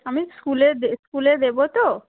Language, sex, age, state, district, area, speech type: Bengali, female, 30-45, West Bengal, Darjeeling, rural, conversation